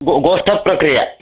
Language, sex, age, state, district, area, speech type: Sanskrit, male, 45-60, Karnataka, Uttara Kannada, rural, conversation